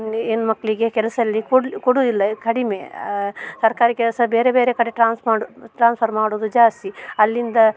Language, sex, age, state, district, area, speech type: Kannada, female, 30-45, Karnataka, Dakshina Kannada, rural, spontaneous